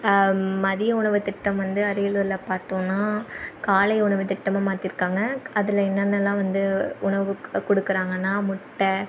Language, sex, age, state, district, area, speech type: Tamil, female, 18-30, Tamil Nadu, Ariyalur, rural, spontaneous